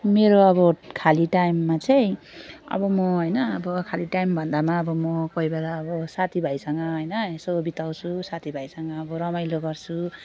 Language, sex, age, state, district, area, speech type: Nepali, female, 18-30, West Bengal, Darjeeling, rural, spontaneous